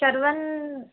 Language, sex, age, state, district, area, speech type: Kannada, female, 18-30, Karnataka, Bidar, urban, conversation